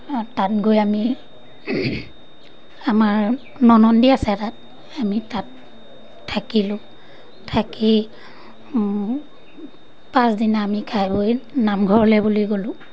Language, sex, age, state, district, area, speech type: Assamese, female, 30-45, Assam, Majuli, urban, spontaneous